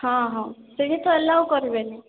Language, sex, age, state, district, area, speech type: Odia, female, 18-30, Odisha, Koraput, urban, conversation